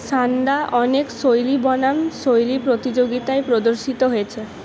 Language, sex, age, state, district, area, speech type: Bengali, female, 18-30, West Bengal, Purba Bardhaman, urban, read